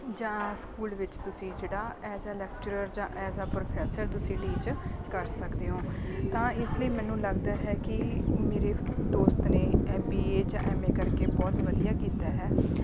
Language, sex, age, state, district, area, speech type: Punjabi, female, 18-30, Punjab, Bathinda, rural, spontaneous